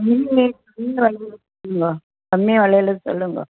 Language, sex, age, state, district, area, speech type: Tamil, female, 60+, Tamil Nadu, Vellore, rural, conversation